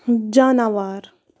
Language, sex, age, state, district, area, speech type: Kashmiri, female, 18-30, Jammu and Kashmir, Bandipora, rural, read